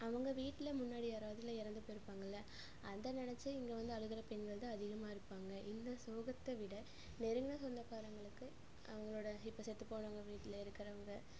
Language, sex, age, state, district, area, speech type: Tamil, female, 18-30, Tamil Nadu, Coimbatore, rural, spontaneous